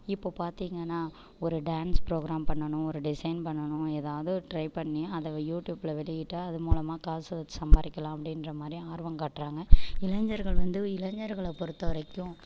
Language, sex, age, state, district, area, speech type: Tamil, female, 60+, Tamil Nadu, Ariyalur, rural, spontaneous